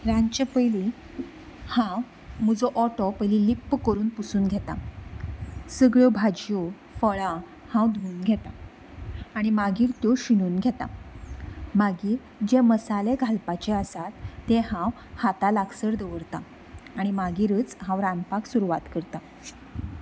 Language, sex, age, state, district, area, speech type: Goan Konkani, female, 30-45, Goa, Canacona, rural, spontaneous